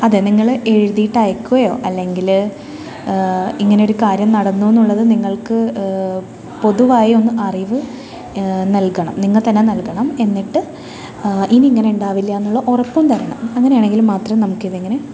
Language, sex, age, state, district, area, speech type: Malayalam, female, 18-30, Kerala, Thrissur, urban, spontaneous